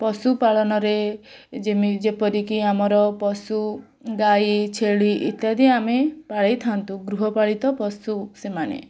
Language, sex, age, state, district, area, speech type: Odia, female, 18-30, Odisha, Bhadrak, rural, spontaneous